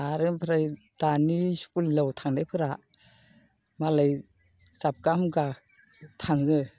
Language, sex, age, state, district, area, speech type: Bodo, female, 60+, Assam, Baksa, urban, spontaneous